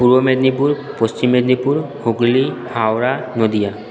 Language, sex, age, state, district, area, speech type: Bengali, male, 18-30, West Bengal, Purba Bardhaman, urban, spontaneous